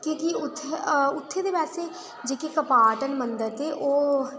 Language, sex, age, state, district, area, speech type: Dogri, female, 18-30, Jammu and Kashmir, Udhampur, rural, spontaneous